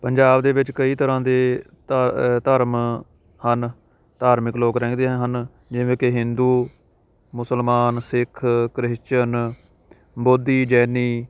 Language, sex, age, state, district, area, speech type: Punjabi, male, 30-45, Punjab, Shaheed Bhagat Singh Nagar, urban, spontaneous